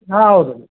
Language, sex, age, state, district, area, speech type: Kannada, male, 60+, Karnataka, Dharwad, rural, conversation